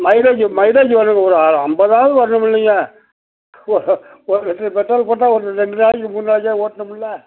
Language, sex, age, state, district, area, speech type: Tamil, male, 60+, Tamil Nadu, Madurai, rural, conversation